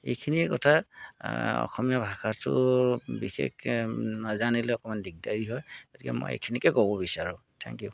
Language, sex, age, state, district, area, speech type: Assamese, male, 60+, Assam, Golaghat, urban, spontaneous